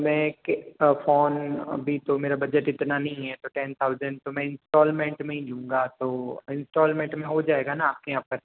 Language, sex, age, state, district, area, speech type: Hindi, male, 18-30, Rajasthan, Jodhpur, urban, conversation